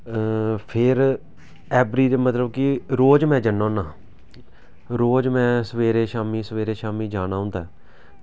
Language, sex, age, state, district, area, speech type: Dogri, male, 30-45, Jammu and Kashmir, Samba, urban, spontaneous